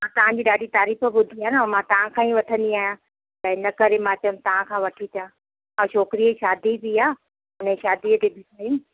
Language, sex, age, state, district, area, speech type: Sindhi, female, 30-45, Madhya Pradesh, Katni, urban, conversation